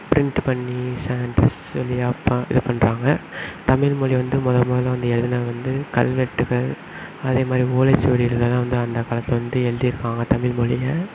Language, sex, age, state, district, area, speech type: Tamil, male, 18-30, Tamil Nadu, Sivaganga, rural, spontaneous